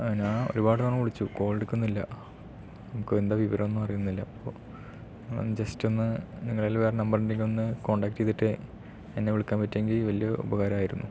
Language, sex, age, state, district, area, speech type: Malayalam, male, 18-30, Kerala, Palakkad, rural, spontaneous